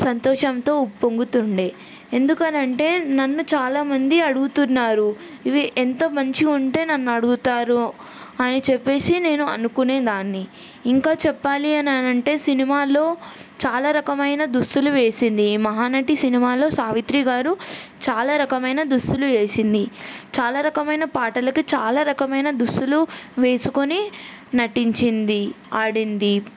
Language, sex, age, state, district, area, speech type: Telugu, female, 18-30, Telangana, Yadadri Bhuvanagiri, urban, spontaneous